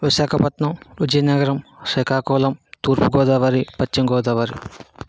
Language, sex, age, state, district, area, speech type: Telugu, male, 60+, Andhra Pradesh, Vizianagaram, rural, spontaneous